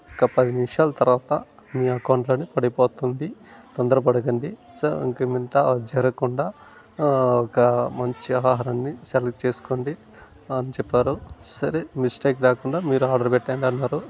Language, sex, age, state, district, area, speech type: Telugu, male, 30-45, Andhra Pradesh, Sri Balaji, urban, spontaneous